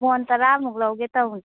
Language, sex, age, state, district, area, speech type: Manipuri, female, 30-45, Manipur, Kangpokpi, urban, conversation